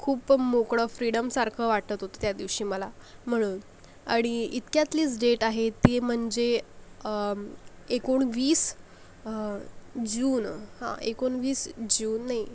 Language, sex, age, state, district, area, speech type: Marathi, female, 18-30, Maharashtra, Akola, rural, spontaneous